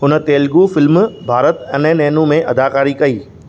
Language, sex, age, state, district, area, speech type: Sindhi, male, 30-45, Maharashtra, Thane, rural, read